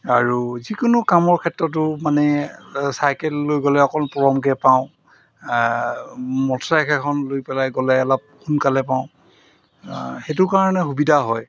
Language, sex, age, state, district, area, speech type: Assamese, male, 45-60, Assam, Golaghat, rural, spontaneous